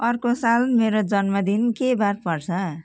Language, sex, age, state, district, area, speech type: Nepali, female, 45-60, West Bengal, Jalpaiguri, urban, read